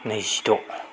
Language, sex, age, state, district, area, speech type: Bodo, male, 45-60, Assam, Chirang, rural, spontaneous